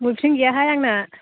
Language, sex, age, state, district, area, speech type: Bodo, female, 18-30, Assam, Chirang, urban, conversation